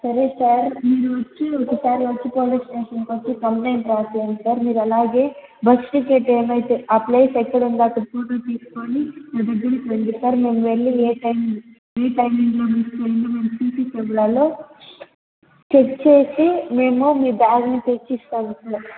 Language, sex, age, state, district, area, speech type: Telugu, female, 18-30, Andhra Pradesh, Chittoor, rural, conversation